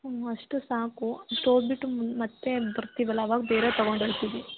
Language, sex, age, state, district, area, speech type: Kannada, female, 18-30, Karnataka, Hassan, rural, conversation